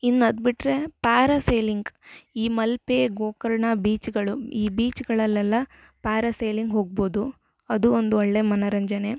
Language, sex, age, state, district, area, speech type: Kannada, female, 18-30, Karnataka, Shimoga, rural, spontaneous